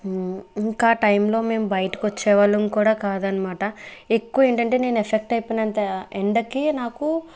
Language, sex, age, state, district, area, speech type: Telugu, female, 45-60, Andhra Pradesh, Kakinada, rural, spontaneous